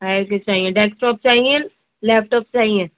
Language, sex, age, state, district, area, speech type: Urdu, female, 18-30, Delhi, East Delhi, urban, conversation